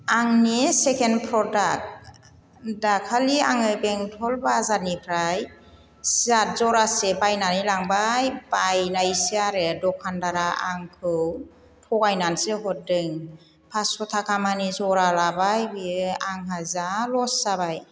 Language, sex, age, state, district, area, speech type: Bodo, female, 60+, Assam, Chirang, rural, spontaneous